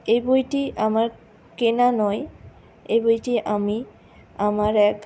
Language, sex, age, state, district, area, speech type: Bengali, female, 60+, West Bengal, Purulia, urban, spontaneous